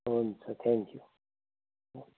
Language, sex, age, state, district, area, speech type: Nepali, male, 45-60, West Bengal, Kalimpong, rural, conversation